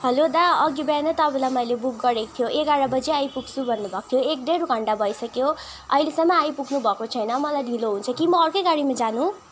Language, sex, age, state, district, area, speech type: Nepali, female, 18-30, West Bengal, Darjeeling, rural, spontaneous